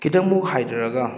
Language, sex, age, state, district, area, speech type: Manipuri, male, 30-45, Manipur, Kakching, rural, spontaneous